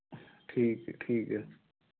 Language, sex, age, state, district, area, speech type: Punjabi, male, 30-45, Punjab, Mohali, urban, conversation